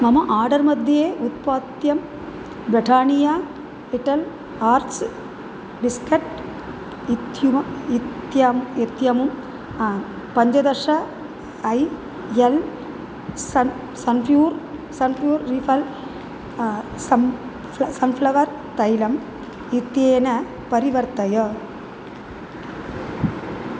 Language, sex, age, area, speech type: Sanskrit, female, 45-60, urban, read